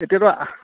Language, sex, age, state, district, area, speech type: Assamese, male, 30-45, Assam, Lakhimpur, rural, conversation